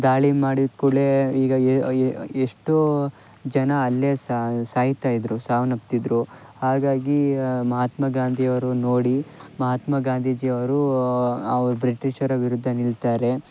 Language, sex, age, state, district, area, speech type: Kannada, male, 18-30, Karnataka, Shimoga, rural, spontaneous